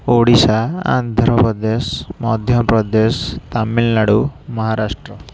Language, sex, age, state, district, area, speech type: Odia, male, 18-30, Odisha, Puri, urban, spontaneous